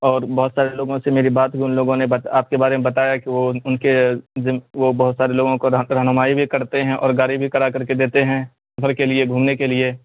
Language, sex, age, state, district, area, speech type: Urdu, male, 18-30, Bihar, Purnia, rural, conversation